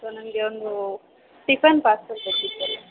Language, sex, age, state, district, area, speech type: Kannada, female, 18-30, Karnataka, Chamarajanagar, rural, conversation